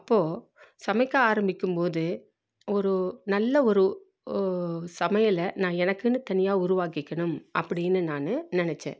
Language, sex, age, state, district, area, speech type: Tamil, female, 45-60, Tamil Nadu, Salem, rural, spontaneous